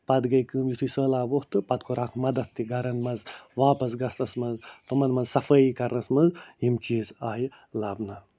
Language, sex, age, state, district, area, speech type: Kashmiri, male, 60+, Jammu and Kashmir, Ganderbal, rural, spontaneous